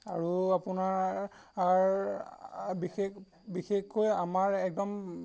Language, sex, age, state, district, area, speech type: Assamese, male, 18-30, Assam, Golaghat, rural, spontaneous